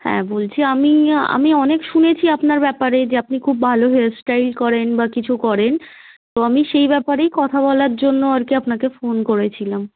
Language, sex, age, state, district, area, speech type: Bengali, female, 18-30, West Bengal, Darjeeling, urban, conversation